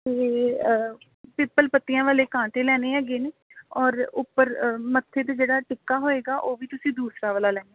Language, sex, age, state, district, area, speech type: Punjabi, female, 18-30, Punjab, Gurdaspur, rural, conversation